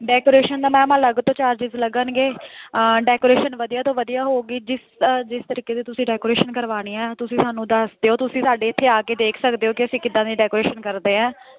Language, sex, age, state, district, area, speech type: Punjabi, female, 30-45, Punjab, Shaheed Bhagat Singh Nagar, rural, conversation